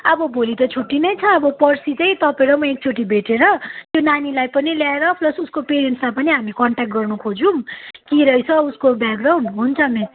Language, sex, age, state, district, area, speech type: Nepali, female, 18-30, West Bengal, Darjeeling, rural, conversation